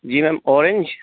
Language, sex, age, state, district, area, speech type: Hindi, male, 60+, Madhya Pradesh, Bhopal, urban, conversation